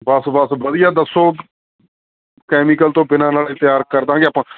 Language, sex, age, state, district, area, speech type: Punjabi, male, 30-45, Punjab, Ludhiana, rural, conversation